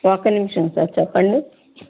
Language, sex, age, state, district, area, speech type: Telugu, female, 30-45, Andhra Pradesh, Bapatla, urban, conversation